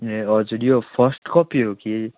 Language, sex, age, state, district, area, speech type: Nepali, male, 18-30, West Bengal, Darjeeling, rural, conversation